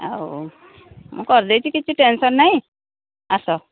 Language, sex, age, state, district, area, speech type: Odia, female, 60+, Odisha, Jharsuguda, rural, conversation